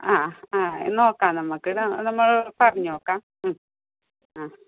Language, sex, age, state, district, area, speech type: Malayalam, female, 45-60, Kerala, Kasaragod, rural, conversation